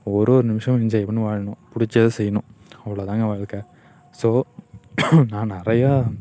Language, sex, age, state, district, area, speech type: Tamil, male, 18-30, Tamil Nadu, Nagapattinam, rural, spontaneous